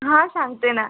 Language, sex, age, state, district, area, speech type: Marathi, female, 18-30, Maharashtra, Buldhana, rural, conversation